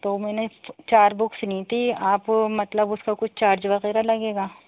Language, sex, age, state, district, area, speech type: Urdu, female, 30-45, Delhi, North East Delhi, urban, conversation